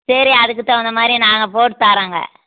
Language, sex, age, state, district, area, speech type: Tamil, female, 60+, Tamil Nadu, Tiruppur, rural, conversation